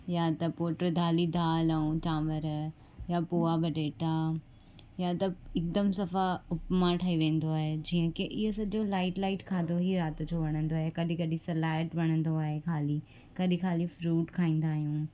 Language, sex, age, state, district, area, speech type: Sindhi, female, 18-30, Gujarat, Surat, urban, spontaneous